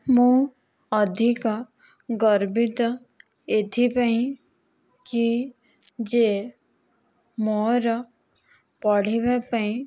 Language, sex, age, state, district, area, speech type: Odia, female, 18-30, Odisha, Kandhamal, rural, spontaneous